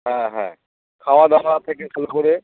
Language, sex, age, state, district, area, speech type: Bengali, male, 30-45, West Bengal, Darjeeling, rural, conversation